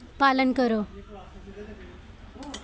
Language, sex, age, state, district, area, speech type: Dogri, female, 18-30, Jammu and Kashmir, Kathua, rural, read